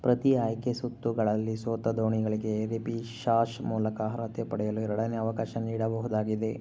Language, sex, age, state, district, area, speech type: Kannada, male, 30-45, Karnataka, Chikkaballapur, rural, read